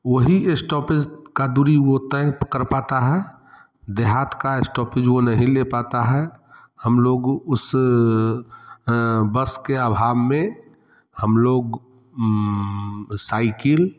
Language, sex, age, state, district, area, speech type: Hindi, male, 30-45, Bihar, Samastipur, rural, spontaneous